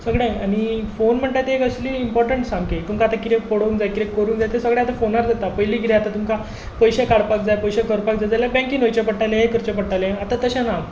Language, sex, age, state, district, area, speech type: Goan Konkani, male, 18-30, Goa, Tiswadi, rural, spontaneous